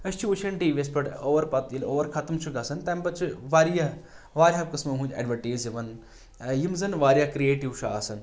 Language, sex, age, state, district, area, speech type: Kashmiri, male, 30-45, Jammu and Kashmir, Anantnag, rural, spontaneous